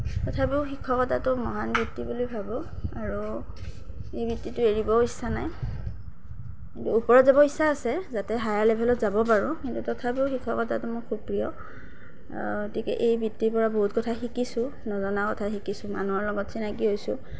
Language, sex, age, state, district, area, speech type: Assamese, female, 18-30, Assam, Darrang, rural, spontaneous